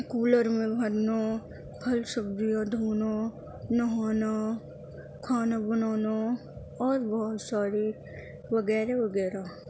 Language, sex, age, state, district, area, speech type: Urdu, female, 45-60, Delhi, Central Delhi, urban, spontaneous